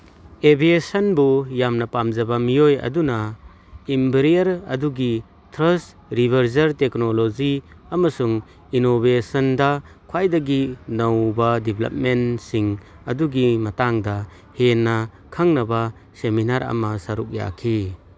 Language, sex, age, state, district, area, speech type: Manipuri, male, 45-60, Manipur, Churachandpur, rural, read